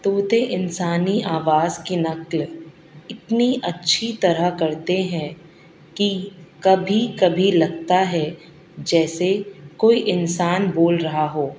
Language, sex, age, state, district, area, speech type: Urdu, female, 30-45, Delhi, South Delhi, urban, spontaneous